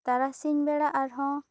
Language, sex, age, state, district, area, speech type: Santali, female, 18-30, West Bengal, Bankura, rural, spontaneous